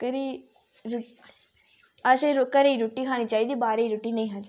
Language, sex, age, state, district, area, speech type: Dogri, female, 18-30, Jammu and Kashmir, Udhampur, urban, spontaneous